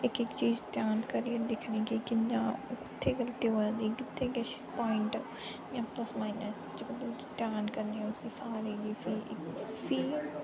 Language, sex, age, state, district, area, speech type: Dogri, female, 18-30, Jammu and Kashmir, Jammu, urban, spontaneous